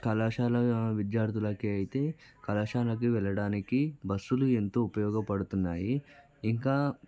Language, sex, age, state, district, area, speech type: Telugu, male, 30-45, Telangana, Vikarabad, urban, spontaneous